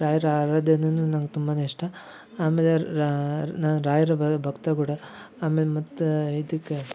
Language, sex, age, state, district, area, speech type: Kannada, male, 18-30, Karnataka, Koppal, rural, spontaneous